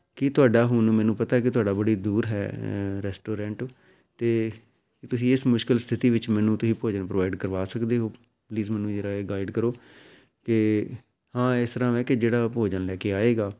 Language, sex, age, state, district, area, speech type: Punjabi, male, 45-60, Punjab, Amritsar, urban, spontaneous